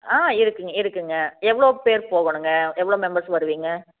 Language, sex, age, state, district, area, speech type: Tamil, female, 30-45, Tamil Nadu, Coimbatore, rural, conversation